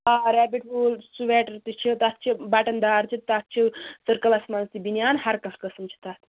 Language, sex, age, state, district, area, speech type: Kashmiri, female, 18-30, Jammu and Kashmir, Bandipora, rural, conversation